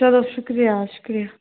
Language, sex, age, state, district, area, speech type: Kashmiri, female, 18-30, Jammu and Kashmir, Budgam, rural, conversation